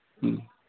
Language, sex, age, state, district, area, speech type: Manipuri, male, 60+, Manipur, Imphal East, rural, conversation